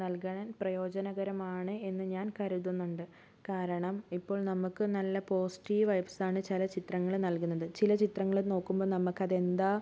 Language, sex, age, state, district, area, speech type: Malayalam, female, 18-30, Kerala, Kozhikode, urban, spontaneous